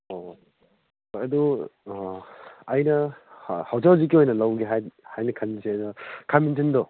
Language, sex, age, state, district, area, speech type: Manipuri, male, 18-30, Manipur, Kakching, rural, conversation